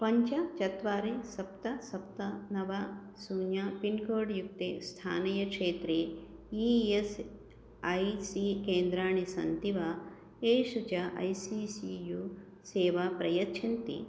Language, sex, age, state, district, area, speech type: Sanskrit, female, 60+, Andhra Pradesh, Krishna, urban, read